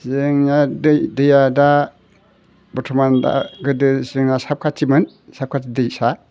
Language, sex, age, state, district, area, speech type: Bodo, male, 60+, Assam, Udalguri, rural, spontaneous